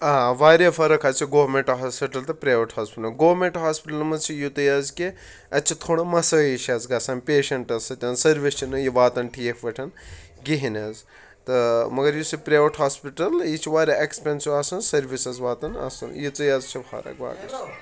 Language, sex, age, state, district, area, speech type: Kashmiri, male, 18-30, Jammu and Kashmir, Shopian, rural, spontaneous